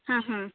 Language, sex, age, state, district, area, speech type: Kannada, female, 30-45, Karnataka, Uttara Kannada, rural, conversation